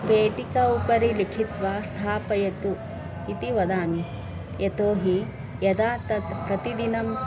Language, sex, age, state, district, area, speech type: Sanskrit, female, 45-60, Karnataka, Bangalore Urban, urban, spontaneous